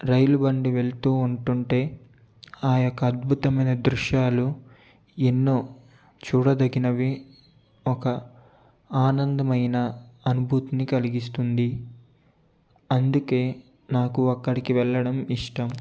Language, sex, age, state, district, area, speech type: Telugu, male, 18-30, Andhra Pradesh, West Godavari, rural, spontaneous